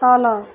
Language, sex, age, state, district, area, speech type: Odia, female, 30-45, Odisha, Malkangiri, urban, read